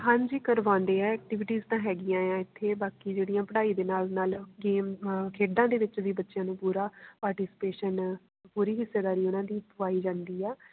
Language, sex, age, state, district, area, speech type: Punjabi, female, 30-45, Punjab, Jalandhar, rural, conversation